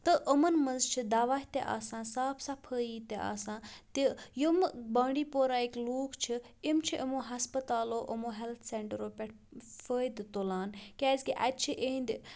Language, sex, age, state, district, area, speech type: Kashmiri, male, 18-30, Jammu and Kashmir, Bandipora, rural, spontaneous